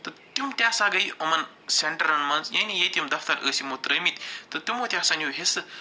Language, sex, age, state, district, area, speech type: Kashmiri, male, 45-60, Jammu and Kashmir, Budgam, urban, spontaneous